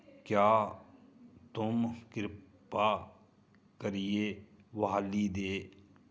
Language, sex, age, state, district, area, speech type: Dogri, male, 45-60, Jammu and Kashmir, Kathua, rural, read